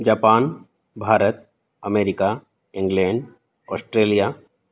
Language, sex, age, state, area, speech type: Sanskrit, male, 30-45, Rajasthan, urban, spontaneous